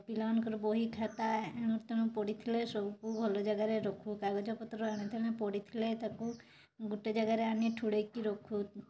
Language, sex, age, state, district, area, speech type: Odia, female, 30-45, Odisha, Mayurbhanj, rural, spontaneous